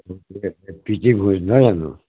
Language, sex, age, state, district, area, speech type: Assamese, male, 60+, Assam, Charaideo, rural, conversation